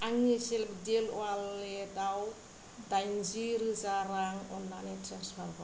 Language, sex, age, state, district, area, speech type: Bodo, female, 45-60, Assam, Kokrajhar, rural, read